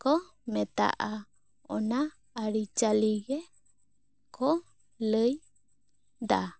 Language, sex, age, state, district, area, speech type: Santali, female, 18-30, West Bengal, Bankura, rural, spontaneous